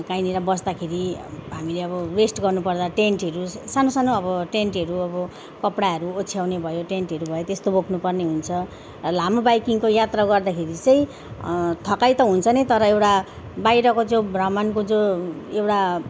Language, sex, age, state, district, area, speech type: Nepali, female, 30-45, West Bengal, Jalpaiguri, urban, spontaneous